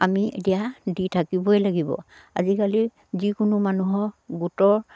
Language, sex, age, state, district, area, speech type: Assamese, female, 60+, Assam, Dibrugarh, rural, spontaneous